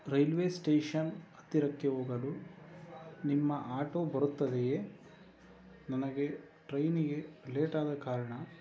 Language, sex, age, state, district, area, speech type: Kannada, male, 18-30, Karnataka, Davanagere, urban, spontaneous